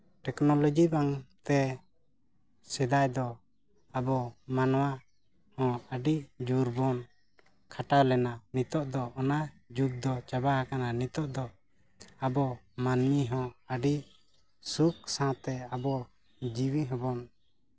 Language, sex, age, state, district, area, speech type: Santali, male, 30-45, Jharkhand, East Singhbhum, rural, spontaneous